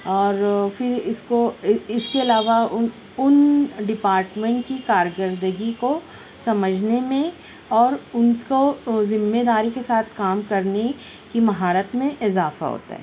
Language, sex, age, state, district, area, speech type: Urdu, female, 30-45, Maharashtra, Nashik, urban, spontaneous